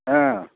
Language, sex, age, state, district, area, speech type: Tamil, male, 60+, Tamil Nadu, Kallakurichi, rural, conversation